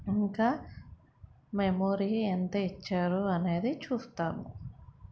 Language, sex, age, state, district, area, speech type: Telugu, female, 30-45, Andhra Pradesh, Vizianagaram, urban, spontaneous